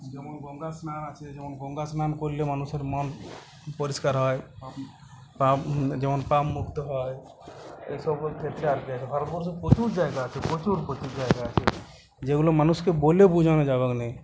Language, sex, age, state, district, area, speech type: Bengali, male, 30-45, West Bengal, Uttar Dinajpur, rural, spontaneous